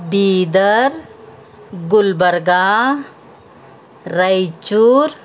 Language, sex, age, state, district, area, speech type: Kannada, female, 60+, Karnataka, Bidar, urban, spontaneous